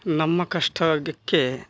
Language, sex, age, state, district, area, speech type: Kannada, male, 30-45, Karnataka, Koppal, rural, spontaneous